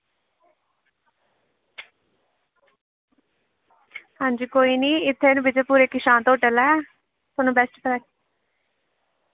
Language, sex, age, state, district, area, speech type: Dogri, female, 18-30, Jammu and Kashmir, Samba, rural, conversation